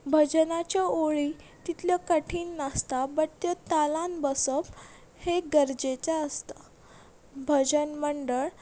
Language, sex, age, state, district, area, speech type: Goan Konkani, female, 18-30, Goa, Ponda, rural, spontaneous